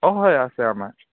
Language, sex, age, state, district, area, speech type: Assamese, male, 18-30, Assam, Charaideo, rural, conversation